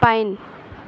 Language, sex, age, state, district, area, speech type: Telugu, female, 45-60, Andhra Pradesh, Vizianagaram, rural, read